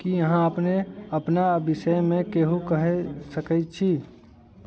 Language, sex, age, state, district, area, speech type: Maithili, male, 18-30, Bihar, Sitamarhi, rural, read